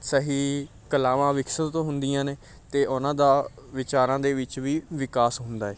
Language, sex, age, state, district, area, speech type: Punjabi, male, 18-30, Punjab, Bathinda, urban, spontaneous